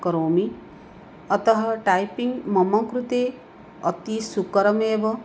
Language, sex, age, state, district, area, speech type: Sanskrit, female, 45-60, Odisha, Puri, urban, spontaneous